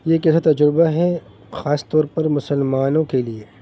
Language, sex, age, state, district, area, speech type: Urdu, male, 30-45, Delhi, North East Delhi, urban, spontaneous